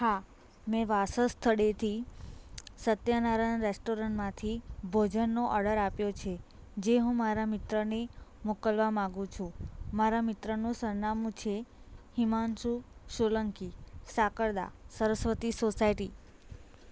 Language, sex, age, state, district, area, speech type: Gujarati, female, 18-30, Gujarat, Anand, rural, spontaneous